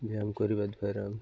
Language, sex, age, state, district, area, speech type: Odia, male, 30-45, Odisha, Nabarangpur, urban, spontaneous